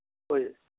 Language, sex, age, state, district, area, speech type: Manipuri, male, 60+, Manipur, Churachandpur, urban, conversation